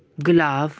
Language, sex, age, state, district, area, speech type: Punjabi, male, 18-30, Punjab, Pathankot, urban, spontaneous